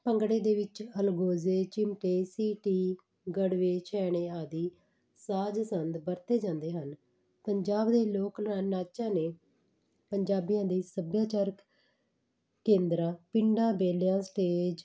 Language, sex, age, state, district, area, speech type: Punjabi, female, 30-45, Punjab, Patiala, urban, spontaneous